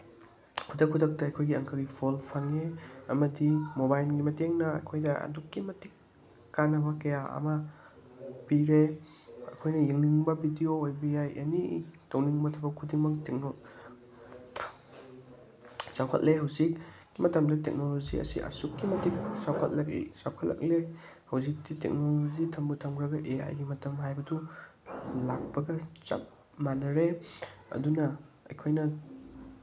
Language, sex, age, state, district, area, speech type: Manipuri, male, 30-45, Manipur, Thoubal, rural, spontaneous